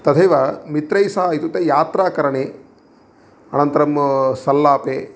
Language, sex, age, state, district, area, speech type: Sanskrit, male, 30-45, Telangana, Karimnagar, rural, spontaneous